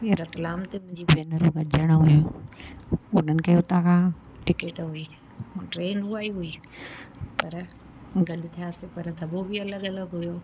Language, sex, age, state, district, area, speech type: Sindhi, female, 60+, Gujarat, Surat, urban, spontaneous